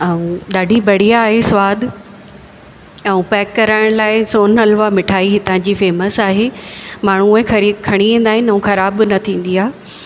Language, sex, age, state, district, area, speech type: Sindhi, female, 45-60, Rajasthan, Ajmer, urban, spontaneous